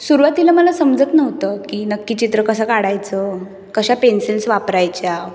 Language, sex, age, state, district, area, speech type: Marathi, female, 18-30, Maharashtra, Mumbai City, urban, spontaneous